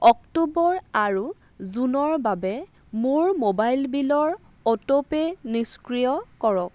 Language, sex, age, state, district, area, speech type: Assamese, female, 30-45, Assam, Dibrugarh, rural, read